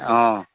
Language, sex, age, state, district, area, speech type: Manipuri, male, 60+, Manipur, Imphal East, urban, conversation